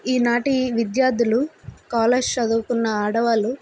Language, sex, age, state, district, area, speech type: Telugu, female, 30-45, Andhra Pradesh, Vizianagaram, rural, spontaneous